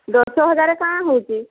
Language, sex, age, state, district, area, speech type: Odia, female, 30-45, Odisha, Boudh, rural, conversation